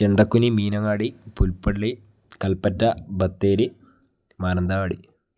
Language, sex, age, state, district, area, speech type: Malayalam, male, 30-45, Kerala, Wayanad, rural, spontaneous